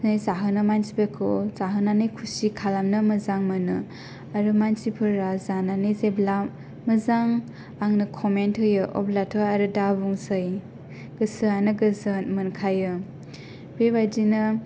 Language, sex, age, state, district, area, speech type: Bodo, female, 18-30, Assam, Kokrajhar, rural, spontaneous